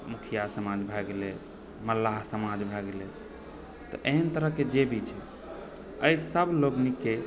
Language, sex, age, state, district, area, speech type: Maithili, male, 18-30, Bihar, Supaul, urban, spontaneous